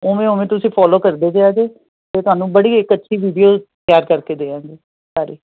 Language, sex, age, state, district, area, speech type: Punjabi, female, 30-45, Punjab, Fazilka, rural, conversation